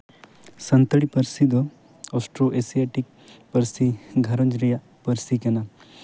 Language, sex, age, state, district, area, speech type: Santali, male, 18-30, West Bengal, Jhargram, rural, spontaneous